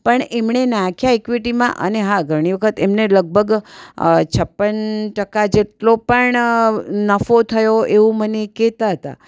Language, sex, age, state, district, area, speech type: Gujarati, female, 60+, Gujarat, Surat, urban, spontaneous